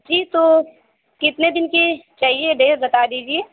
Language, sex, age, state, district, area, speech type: Hindi, female, 30-45, Uttar Pradesh, Azamgarh, rural, conversation